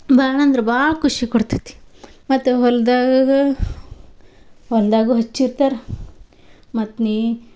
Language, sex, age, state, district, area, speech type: Kannada, female, 18-30, Karnataka, Dharwad, rural, spontaneous